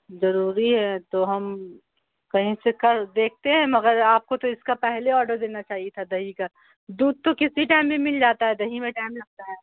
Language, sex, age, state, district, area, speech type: Urdu, female, 45-60, Bihar, Khagaria, rural, conversation